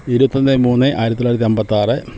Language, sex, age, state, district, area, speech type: Malayalam, male, 60+, Kerala, Kollam, rural, spontaneous